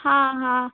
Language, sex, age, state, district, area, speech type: Hindi, female, 18-30, Uttar Pradesh, Sonbhadra, rural, conversation